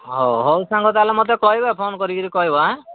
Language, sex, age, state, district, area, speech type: Odia, male, 45-60, Odisha, Sambalpur, rural, conversation